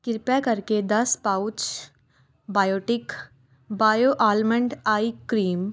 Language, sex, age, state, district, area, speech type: Punjabi, female, 18-30, Punjab, Patiala, urban, read